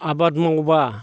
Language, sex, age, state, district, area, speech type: Bodo, male, 60+, Assam, Baksa, rural, spontaneous